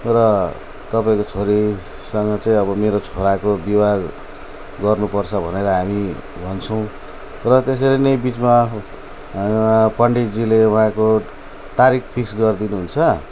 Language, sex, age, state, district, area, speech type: Nepali, male, 45-60, West Bengal, Jalpaiguri, rural, spontaneous